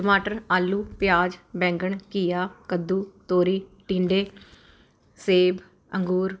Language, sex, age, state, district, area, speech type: Punjabi, female, 45-60, Punjab, Ludhiana, urban, spontaneous